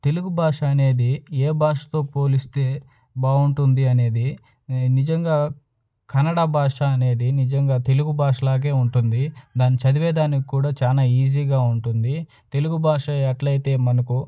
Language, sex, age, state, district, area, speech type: Telugu, male, 30-45, Andhra Pradesh, Nellore, rural, spontaneous